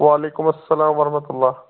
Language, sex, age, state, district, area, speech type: Kashmiri, male, 30-45, Jammu and Kashmir, Baramulla, urban, conversation